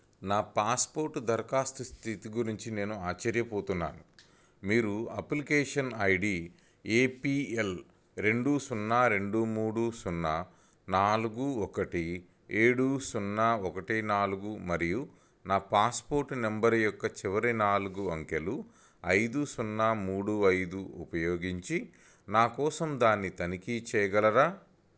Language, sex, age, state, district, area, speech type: Telugu, male, 30-45, Andhra Pradesh, Bapatla, urban, read